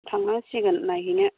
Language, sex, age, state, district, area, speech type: Bodo, female, 45-60, Assam, Chirang, rural, conversation